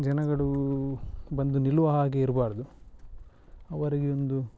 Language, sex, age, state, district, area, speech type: Kannada, male, 30-45, Karnataka, Dakshina Kannada, rural, spontaneous